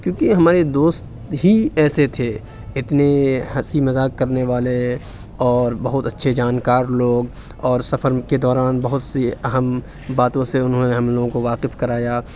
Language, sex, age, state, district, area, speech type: Urdu, male, 45-60, Uttar Pradesh, Aligarh, urban, spontaneous